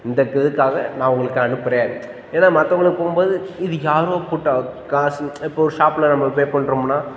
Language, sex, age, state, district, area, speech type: Tamil, male, 18-30, Tamil Nadu, Tiruchirappalli, rural, spontaneous